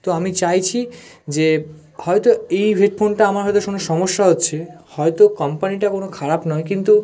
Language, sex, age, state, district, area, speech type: Bengali, male, 18-30, West Bengal, South 24 Parganas, rural, spontaneous